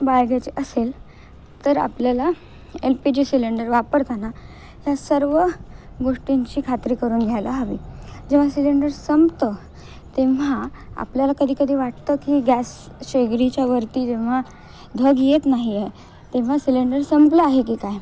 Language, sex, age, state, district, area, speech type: Marathi, female, 18-30, Maharashtra, Nanded, rural, spontaneous